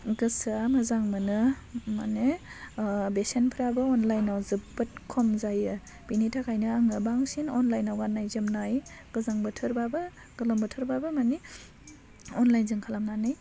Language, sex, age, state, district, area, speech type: Bodo, female, 18-30, Assam, Baksa, rural, spontaneous